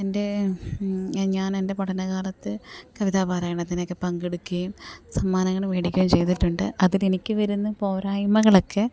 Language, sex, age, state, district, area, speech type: Malayalam, female, 30-45, Kerala, Alappuzha, rural, spontaneous